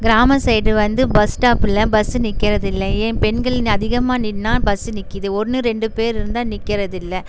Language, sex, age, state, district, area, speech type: Tamil, female, 30-45, Tamil Nadu, Erode, rural, spontaneous